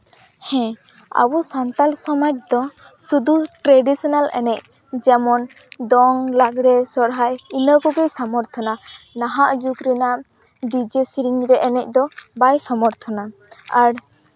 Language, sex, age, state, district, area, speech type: Santali, female, 18-30, West Bengal, Purba Bardhaman, rural, spontaneous